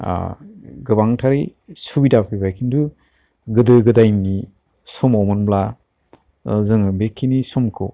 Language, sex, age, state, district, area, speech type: Bodo, male, 45-60, Assam, Kokrajhar, urban, spontaneous